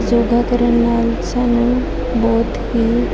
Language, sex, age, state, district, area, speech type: Punjabi, female, 18-30, Punjab, Gurdaspur, urban, spontaneous